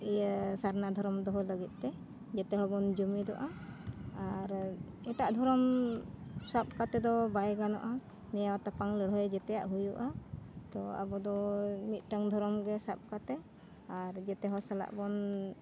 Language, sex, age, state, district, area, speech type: Santali, female, 45-60, Jharkhand, Bokaro, rural, spontaneous